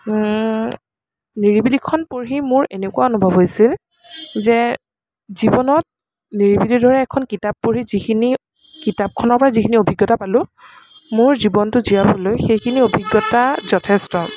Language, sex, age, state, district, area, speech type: Assamese, female, 18-30, Assam, Kamrup Metropolitan, urban, spontaneous